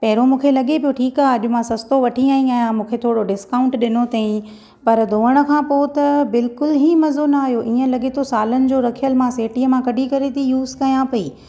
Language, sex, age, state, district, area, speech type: Sindhi, female, 30-45, Maharashtra, Thane, urban, spontaneous